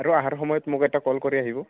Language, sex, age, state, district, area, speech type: Assamese, male, 18-30, Assam, Barpeta, rural, conversation